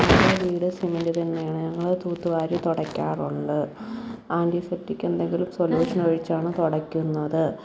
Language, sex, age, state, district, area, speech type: Malayalam, female, 30-45, Kerala, Kottayam, rural, spontaneous